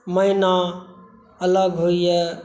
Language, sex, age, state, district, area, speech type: Maithili, male, 45-60, Bihar, Saharsa, rural, spontaneous